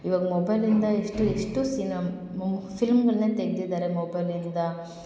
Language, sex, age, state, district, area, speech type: Kannada, female, 18-30, Karnataka, Hassan, rural, spontaneous